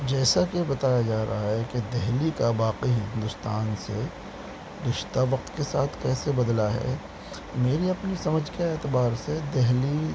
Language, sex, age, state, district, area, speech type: Urdu, male, 45-60, Delhi, South Delhi, urban, spontaneous